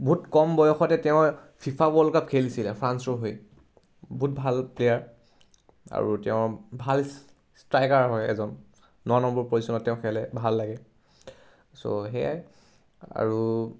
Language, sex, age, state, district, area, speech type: Assamese, male, 18-30, Assam, Charaideo, urban, spontaneous